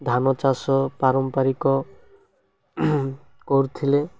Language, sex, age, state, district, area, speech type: Odia, male, 18-30, Odisha, Malkangiri, urban, spontaneous